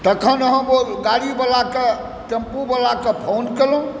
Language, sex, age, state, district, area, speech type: Maithili, male, 60+, Bihar, Supaul, rural, spontaneous